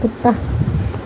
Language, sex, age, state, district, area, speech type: Punjabi, female, 30-45, Punjab, Gurdaspur, urban, read